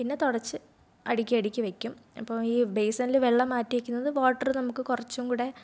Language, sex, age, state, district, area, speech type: Malayalam, female, 18-30, Kerala, Thiruvananthapuram, rural, spontaneous